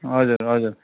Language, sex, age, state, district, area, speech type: Nepali, male, 60+, West Bengal, Kalimpong, rural, conversation